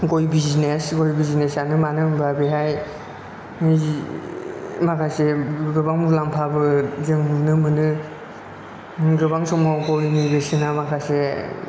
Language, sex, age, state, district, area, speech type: Bodo, male, 30-45, Assam, Chirang, rural, spontaneous